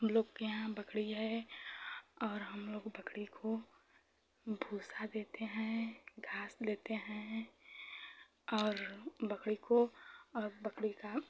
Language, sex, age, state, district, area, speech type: Hindi, female, 30-45, Uttar Pradesh, Chandauli, rural, spontaneous